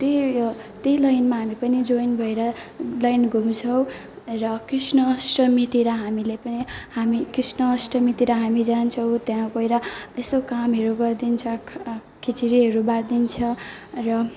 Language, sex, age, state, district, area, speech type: Nepali, female, 30-45, West Bengal, Alipurduar, urban, spontaneous